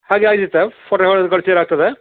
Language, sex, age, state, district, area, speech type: Kannada, male, 45-60, Karnataka, Shimoga, rural, conversation